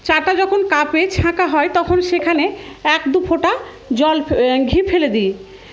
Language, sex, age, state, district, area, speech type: Bengali, female, 30-45, West Bengal, Murshidabad, rural, spontaneous